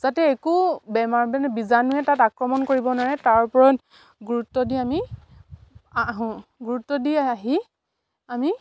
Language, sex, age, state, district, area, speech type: Assamese, female, 45-60, Assam, Dibrugarh, rural, spontaneous